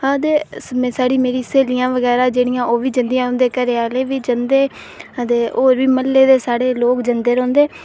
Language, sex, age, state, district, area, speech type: Dogri, female, 18-30, Jammu and Kashmir, Reasi, rural, spontaneous